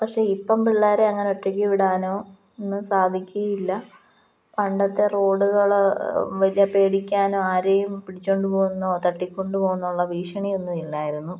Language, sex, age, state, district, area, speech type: Malayalam, female, 30-45, Kerala, Palakkad, rural, spontaneous